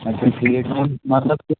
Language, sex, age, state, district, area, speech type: Kashmiri, male, 30-45, Jammu and Kashmir, Bandipora, rural, conversation